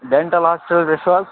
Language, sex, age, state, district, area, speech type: Kashmiri, male, 30-45, Jammu and Kashmir, Budgam, rural, conversation